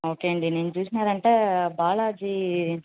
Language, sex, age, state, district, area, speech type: Telugu, female, 18-30, Andhra Pradesh, Sri Balaji, rural, conversation